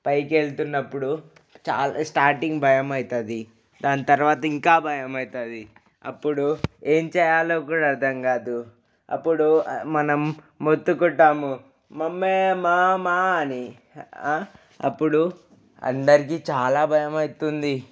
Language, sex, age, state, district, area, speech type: Telugu, male, 18-30, Telangana, Ranga Reddy, urban, spontaneous